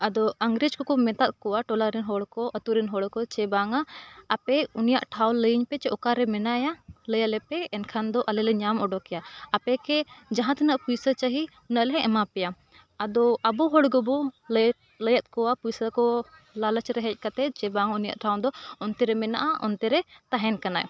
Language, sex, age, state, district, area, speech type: Santali, female, 18-30, Jharkhand, Bokaro, rural, spontaneous